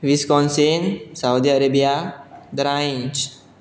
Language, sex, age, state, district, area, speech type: Goan Konkani, male, 18-30, Goa, Pernem, rural, spontaneous